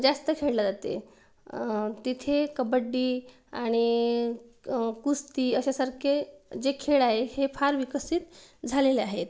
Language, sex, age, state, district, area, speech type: Marathi, female, 30-45, Maharashtra, Wardha, urban, spontaneous